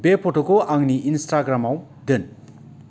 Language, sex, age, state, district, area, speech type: Bodo, male, 45-60, Assam, Kokrajhar, rural, read